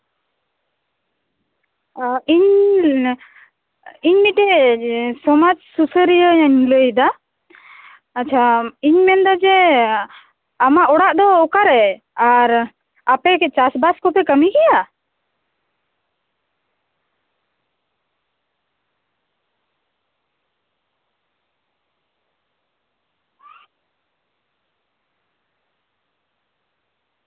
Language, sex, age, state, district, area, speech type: Santali, female, 18-30, West Bengal, Paschim Bardhaman, urban, conversation